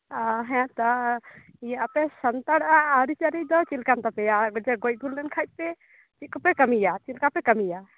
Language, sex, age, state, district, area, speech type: Santali, female, 18-30, West Bengal, Purulia, rural, conversation